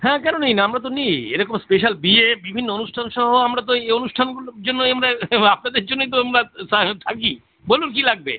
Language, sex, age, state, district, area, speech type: Bengali, male, 60+, West Bengal, Kolkata, urban, conversation